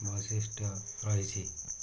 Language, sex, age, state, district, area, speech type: Odia, male, 18-30, Odisha, Ganjam, urban, spontaneous